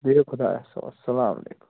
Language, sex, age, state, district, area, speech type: Kashmiri, male, 60+, Jammu and Kashmir, Srinagar, urban, conversation